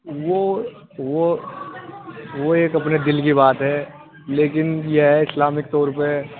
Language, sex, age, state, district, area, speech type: Urdu, male, 30-45, Uttar Pradesh, Muzaffarnagar, urban, conversation